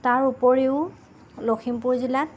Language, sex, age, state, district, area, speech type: Assamese, female, 30-45, Assam, Lakhimpur, rural, spontaneous